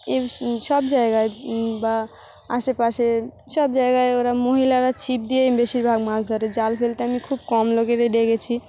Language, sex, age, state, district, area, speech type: Bengali, female, 30-45, West Bengal, Dakshin Dinajpur, urban, spontaneous